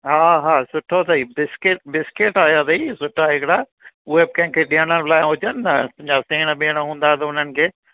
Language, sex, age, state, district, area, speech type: Sindhi, male, 60+, Gujarat, Kutch, rural, conversation